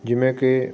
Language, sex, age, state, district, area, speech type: Punjabi, male, 45-60, Punjab, Fatehgarh Sahib, urban, spontaneous